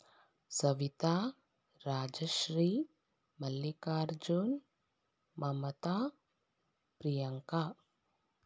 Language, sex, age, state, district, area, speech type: Kannada, female, 30-45, Karnataka, Davanagere, urban, spontaneous